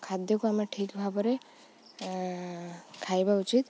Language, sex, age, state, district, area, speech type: Odia, female, 18-30, Odisha, Jagatsinghpur, rural, spontaneous